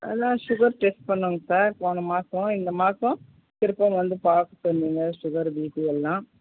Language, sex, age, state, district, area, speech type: Tamil, female, 45-60, Tamil Nadu, Krishnagiri, rural, conversation